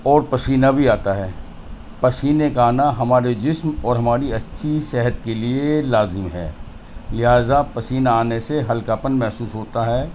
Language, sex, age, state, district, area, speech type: Urdu, male, 45-60, Delhi, North East Delhi, urban, spontaneous